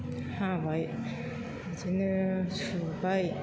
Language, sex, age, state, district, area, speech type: Bodo, female, 60+, Assam, Chirang, rural, spontaneous